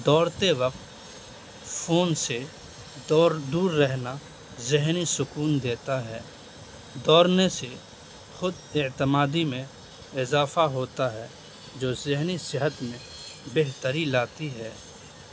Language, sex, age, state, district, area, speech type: Urdu, male, 18-30, Bihar, Madhubani, rural, spontaneous